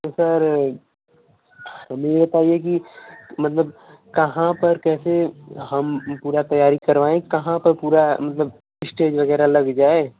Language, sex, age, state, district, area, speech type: Hindi, male, 18-30, Uttar Pradesh, Mau, rural, conversation